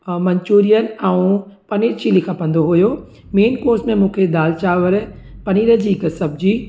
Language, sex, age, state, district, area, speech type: Sindhi, female, 30-45, Gujarat, Surat, urban, spontaneous